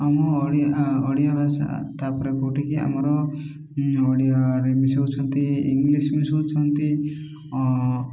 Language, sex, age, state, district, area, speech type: Odia, male, 30-45, Odisha, Koraput, urban, spontaneous